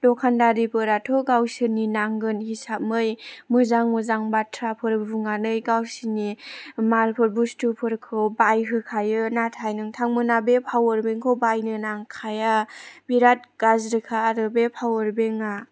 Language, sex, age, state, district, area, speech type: Bodo, female, 18-30, Assam, Chirang, rural, spontaneous